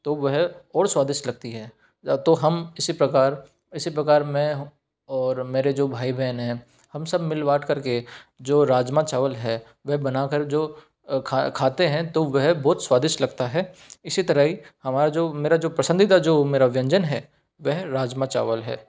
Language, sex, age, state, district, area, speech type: Hindi, male, 18-30, Rajasthan, Jaipur, urban, spontaneous